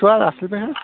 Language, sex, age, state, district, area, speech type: Kashmiri, male, 18-30, Jammu and Kashmir, Shopian, rural, conversation